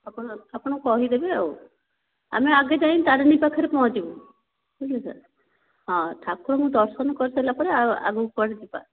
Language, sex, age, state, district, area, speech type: Odia, female, 45-60, Odisha, Nayagarh, rural, conversation